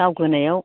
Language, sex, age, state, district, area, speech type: Bodo, female, 60+, Assam, Baksa, rural, conversation